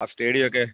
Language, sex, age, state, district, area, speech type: Malayalam, male, 30-45, Kerala, Alappuzha, rural, conversation